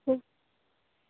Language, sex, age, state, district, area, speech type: Maithili, female, 18-30, Bihar, Begusarai, rural, conversation